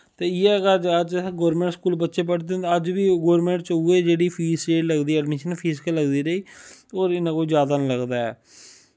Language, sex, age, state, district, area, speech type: Dogri, male, 18-30, Jammu and Kashmir, Samba, rural, spontaneous